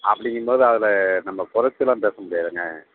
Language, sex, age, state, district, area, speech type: Tamil, male, 45-60, Tamil Nadu, Perambalur, urban, conversation